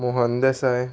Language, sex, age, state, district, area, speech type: Goan Konkani, male, 18-30, Goa, Murmgao, urban, spontaneous